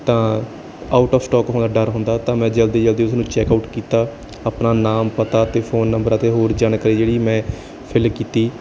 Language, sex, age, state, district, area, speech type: Punjabi, male, 18-30, Punjab, Barnala, rural, spontaneous